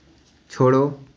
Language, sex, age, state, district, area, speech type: Hindi, male, 30-45, Uttar Pradesh, Chandauli, rural, read